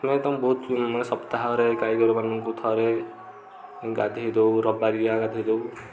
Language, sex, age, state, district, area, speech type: Odia, male, 45-60, Odisha, Kendujhar, urban, spontaneous